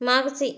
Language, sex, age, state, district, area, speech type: Marathi, female, 30-45, Maharashtra, Yavatmal, rural, read